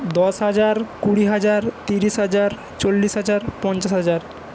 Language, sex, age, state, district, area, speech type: Bengali, male, 18-30, West Bengal, Paschim Medinipur, rural, spontaneous